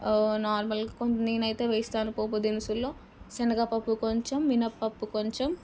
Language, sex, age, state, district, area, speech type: Telugu, female, 18-30, Telangana, Nalgonda, urban, spontaneous